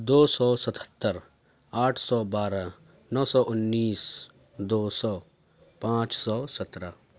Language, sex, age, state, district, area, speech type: Urdu, male, 30-45, Uttar Pradesh, Ghaziabad, urban, spontaneous